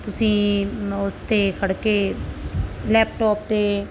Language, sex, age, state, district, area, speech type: Punjabi, female, 30-45, Punjab, Mansa, rural, spontaneous